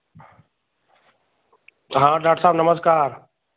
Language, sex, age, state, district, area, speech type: Hindi, male, 30-45, Uttar Pradesh, Chandauli, urban, conversation